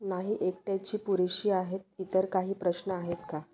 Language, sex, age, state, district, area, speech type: Marathi, female, 30-45, Maharashtra, Wardha, rural, read